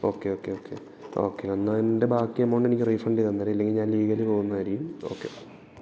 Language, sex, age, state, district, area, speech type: Malayalam, male, 18-30, Kerala, Idukki, rural, spontaneous